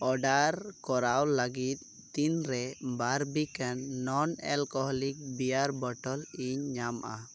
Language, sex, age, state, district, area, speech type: Santali, male, 18-30, West Bengal, Birbhum, rural, read